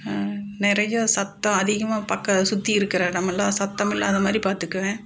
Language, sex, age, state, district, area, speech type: Tamil, female, 45-60, Tamil Nadu, Coimbatore, urban, spontaneous